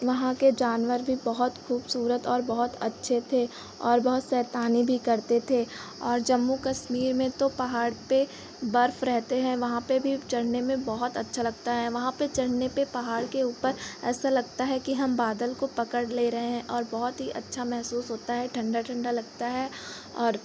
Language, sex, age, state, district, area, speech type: Hindi, female, 18-30, Uttar Pradesh, Pratapgarh, rural, spontaneous